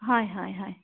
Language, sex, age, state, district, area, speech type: Assamese, female, 45-60, Assam, Kamrup Metropolitan, urban, conversation